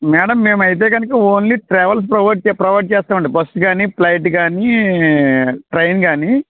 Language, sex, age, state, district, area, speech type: Telugu, male, 45-60, Andhra Pradesh, West Godavari, rural, conversation